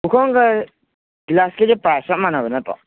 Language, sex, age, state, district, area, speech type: Manipuri, male, 18-30, Manipur, Kangpokpi, urban, conversation